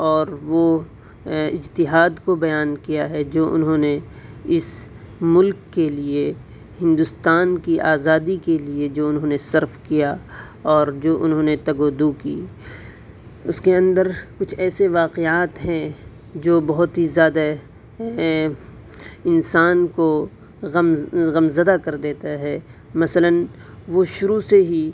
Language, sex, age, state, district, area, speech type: Urdu, male, 18-30, Delhi, South Delhi, urban, spontaneous